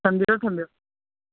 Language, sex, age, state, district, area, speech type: Manipuri, female, 60+, Manipur, Imphal East, urban, conversation